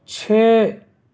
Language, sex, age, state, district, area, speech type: Urdu, male, 30-45, Delhi, South Delhi, urban, read